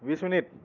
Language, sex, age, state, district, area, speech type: Assamese, male, 30-45, Assam, Tinsukia, urban, spontaneous